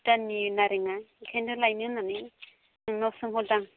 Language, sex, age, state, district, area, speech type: Bodo, female, 30-45, Assam, Baksa, rural, conversation